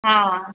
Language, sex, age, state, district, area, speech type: Sindhi, female, 18-30, Gujarat, Kutch, urban, conversation